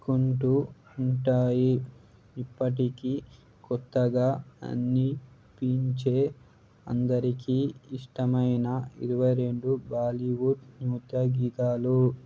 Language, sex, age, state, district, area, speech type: Telugu, male, 18-30, Telangana, Nizamabad, urban, spontaneous